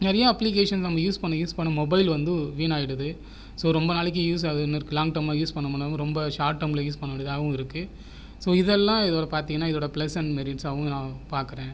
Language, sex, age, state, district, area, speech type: Tamil, male, 30-45, Tamil Nadu, Viluppuram, rural, spontaneous